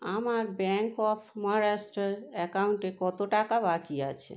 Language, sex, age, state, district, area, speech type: Bengali, female, 30-45, West Bengal, Howrah, urban, read